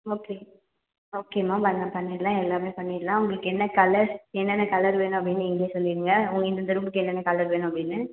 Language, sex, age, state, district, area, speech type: Tamil, female, 18-30, Tamil Nadu, Vellore, urban, conversation